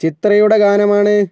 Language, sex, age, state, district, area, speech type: Malayalam, male, 45-60, Kerala, Kozhikode, urban, read